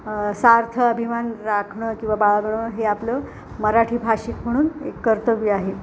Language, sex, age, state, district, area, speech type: Marathi, female, 45-60, Maharashtra, Ratnagiri, rural, spontaneous